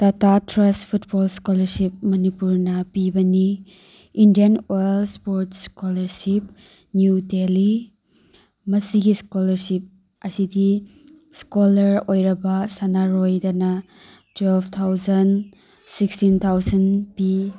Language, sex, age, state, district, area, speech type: Manipuri, female, 30-45, Manipur, Tengnoupal, rural, spontaneous